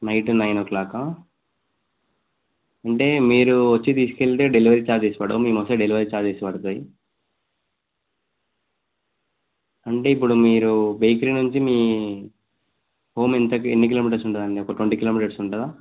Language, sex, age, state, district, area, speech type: Telugu, male, 18-30, Telangana, Jayashankar, urban, conversation